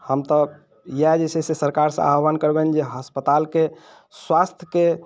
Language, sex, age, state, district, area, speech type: Maithili, male, 45-60, Bihar, Muzaffarpur, urban, spontaneous